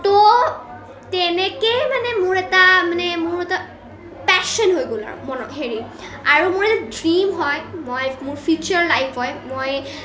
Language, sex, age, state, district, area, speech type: Assamese, female, 18-30, Assam, Nalbari, rural, spontaneous